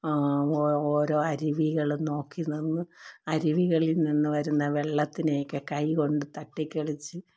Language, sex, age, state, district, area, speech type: Malayalam, female, 45-60, Kerala, Thiruvananthapuram, rural, spontaneous